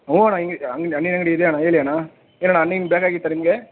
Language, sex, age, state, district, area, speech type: Kannada, male, 18-30, Karnataka, Chamarajanagar, rural, conversation